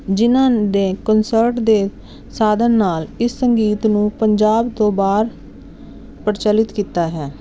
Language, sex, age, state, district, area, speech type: Punjabi, female, 30-45, Punjab, Jalandhar, urban, spontaneous